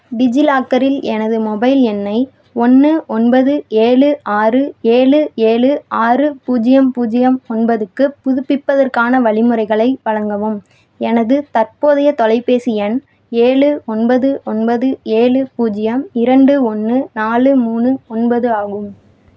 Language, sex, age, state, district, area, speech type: Tamil, female, 18-30, Tamil Nadu, Madurai, rural, read